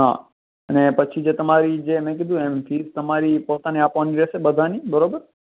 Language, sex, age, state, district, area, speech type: Gujarati, male, 18-30, Gujarat, Kutch, urban, conversation